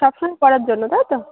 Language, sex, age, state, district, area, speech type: Bengali, female, 18-30, West Bengal, Darjeeling, urban, conversation